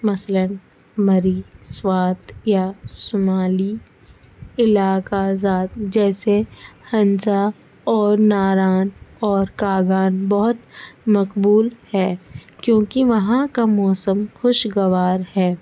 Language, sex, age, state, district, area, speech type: Urdu, female, 30-45, Delhi, North East Delhi, urban, spontaneous